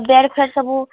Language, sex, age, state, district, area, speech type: Odia, female, 30-45, Odisha, Sambalpur, rural, conversation